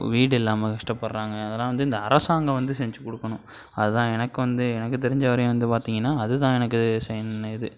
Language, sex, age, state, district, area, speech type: Tamil, male, 18-30, Tamil Nadu, Thanjavur, rural, spontaneous